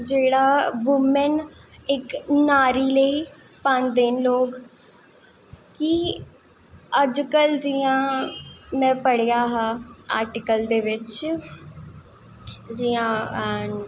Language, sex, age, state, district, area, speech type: Dogri, female, 18-30, Jammu and Kashmir, Jammu, urban, spontaneous